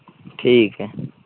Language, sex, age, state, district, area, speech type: Dogri, male, 18-30, Jammu and Kashmir, Udhampur, rural, conversation